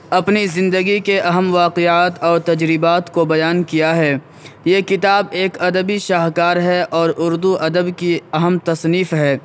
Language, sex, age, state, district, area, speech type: Urdu, male, 18-30, Uttar Pradesh, Saharanpur, urban, spontaneous